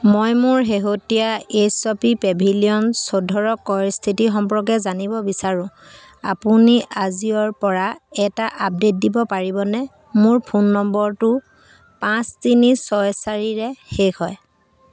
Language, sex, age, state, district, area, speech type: Assamese, female, 45-60, Assam, Dhemaji, rural, read